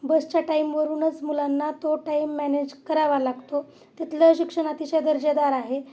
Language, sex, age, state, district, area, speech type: Marathi, female, 30-45, Maharashtra, Osmanabad, rural, spontaneous